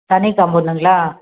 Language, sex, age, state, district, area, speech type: Tamil, female, 45-60, Tamil Nadu, Tiruppur, urban, conversation